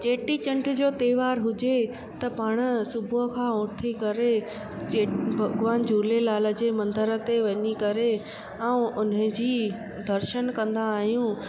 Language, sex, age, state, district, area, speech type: Sindhi, female, 30-45, Gujarat, Junagadh, urban, spontaneous